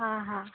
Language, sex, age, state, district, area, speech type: Sindhi, female, 18-30, Rajasthan, Ajmer, urban, conversation